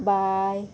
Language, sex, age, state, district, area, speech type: Goan Konkani, female, 30-45, Goa, Murmgao, rural, spontaneous